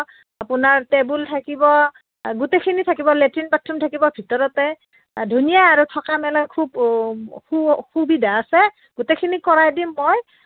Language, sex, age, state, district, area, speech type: Assamese, female, 30-45, Assam, Kamrup Metropolitan, urban, conversation